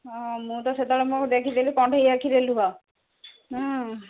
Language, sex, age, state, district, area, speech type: Odia, female, 30-45, Odisha, Jagatsinghpur, rural, conversation